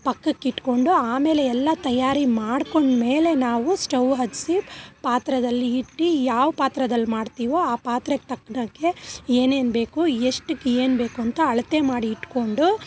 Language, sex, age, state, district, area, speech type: Kannada, female, 30-45, Karnataka, Bangalore Urban, urban, spontaneous